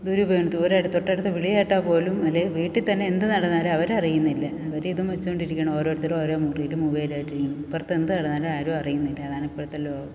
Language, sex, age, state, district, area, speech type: Malayalam, female, 45-60, Kerala, Thiruvananthapuram, urban, spontaneous